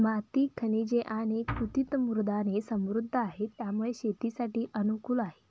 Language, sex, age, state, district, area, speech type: Marathi, female, 18-30, Maharashtra, Sangli, rural, read